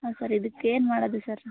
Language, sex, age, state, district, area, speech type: Kannada, female, 18-30, Karnataka, Koppal, rural, conversation